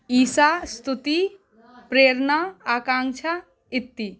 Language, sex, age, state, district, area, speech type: Maithili, female, 18-30, Bihar, Saharsa, rural, spontaneous